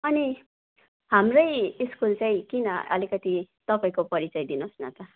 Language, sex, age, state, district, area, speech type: Nepali, female, 45-60, West Bengal, Darjeeling, rural, conversation